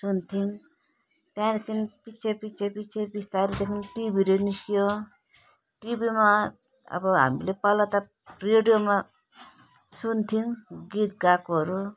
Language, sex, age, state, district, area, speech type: Nepali, female, 45-60, West Bengal, Darjeeling, rural, spontaneous